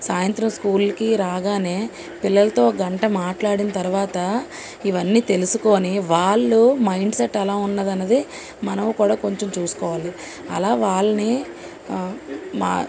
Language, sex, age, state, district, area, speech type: Telugu, female, 45-60, Telangana, Mancherial, urban, spontaneous